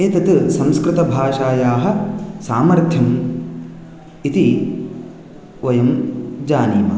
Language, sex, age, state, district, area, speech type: Sanskrit, male, 18-30, Karnataka, Raichur, urban, spontaneous